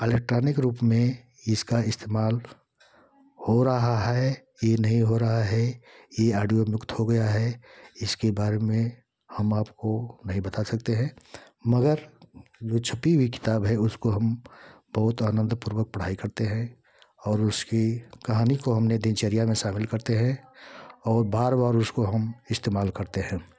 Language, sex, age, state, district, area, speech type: Hindi, male, 60+, Uttar Pradesh, Ghazipur, rural, spontaneous